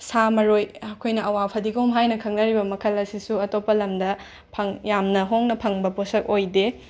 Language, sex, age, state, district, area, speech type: Manipuri, female, 45-60, Manipur, Imphal West, urban, spontaneous